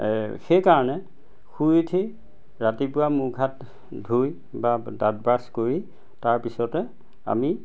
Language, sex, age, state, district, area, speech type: Assamese, male, 45-60, Assam, Majuli, urban, spontaneous